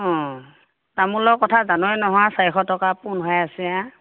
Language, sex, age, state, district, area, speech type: Assamese, female, 60+, Assam, Morigaon, rural, conversation